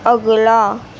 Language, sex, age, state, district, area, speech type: Urdu, female, 18-30, Uttar Pradesh, Gautam Buddha Nagar, rural, read